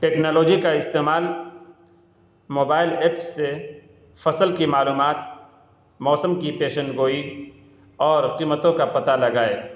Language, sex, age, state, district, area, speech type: Urdu, male, 45-60, Bihar, Gaya, urban, spontaneous